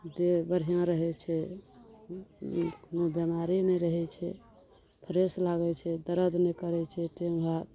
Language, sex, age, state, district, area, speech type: Maithili, female, 60+, Bihar, Araria, rural, spontaneous